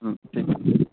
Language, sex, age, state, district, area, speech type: Hindi, male, 18-30, Rajasthan, Nagaur, rural, conversation